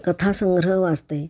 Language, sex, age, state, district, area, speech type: Marathi, female, 60+, Maharashtra, Pune, urban, spontaneous